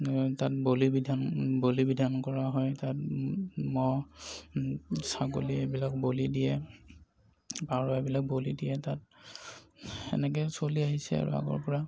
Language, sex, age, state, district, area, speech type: Assamese, male, 30-45, Assam, Darrang, rural, spontaneous